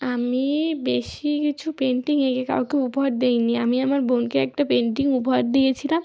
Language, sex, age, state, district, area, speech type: Bengali, female, 18-30, West Bengal, North 24 Parganas, rural, spontaneous